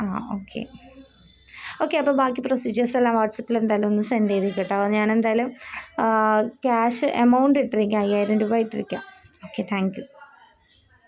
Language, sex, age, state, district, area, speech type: Malayalam, female, 18-30, Kerala, Thiruvananthapuram, rural, spontaneous